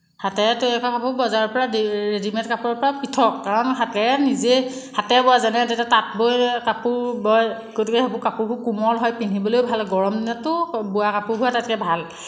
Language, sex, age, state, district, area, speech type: Assamese, female, 30-45, Assam, Jorhat, urban, spontaneous